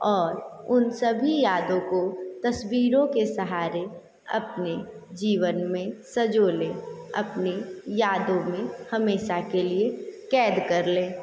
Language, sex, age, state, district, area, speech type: Hindi, female, 30-45, Uttar Pradesh, Sonbhadra, rural, spontaneous